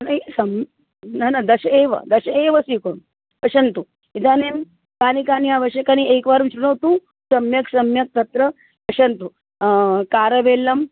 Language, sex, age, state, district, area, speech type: Sanskrit, female, 45-60, Maharashtra, Nagpur, urban, conversation